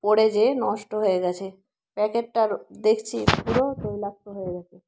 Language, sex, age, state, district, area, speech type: Bengali, female, 30-45, West Bengal, Jalpaiguri, rural, spontaneous